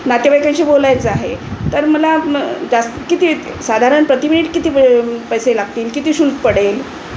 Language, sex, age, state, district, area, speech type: Marathi, female, 60+, Maharashtra, Wardha, urban, spontaneous